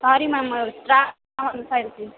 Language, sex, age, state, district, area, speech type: Tamil, female, 18-30, Tamil Nadu, Tiruvarur, rural, conversation